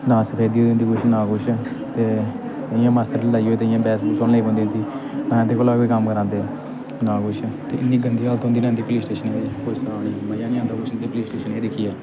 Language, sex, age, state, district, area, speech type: Dogri, male, 18-30, Jammu and Kashmir, Kathua, rural, spontaneous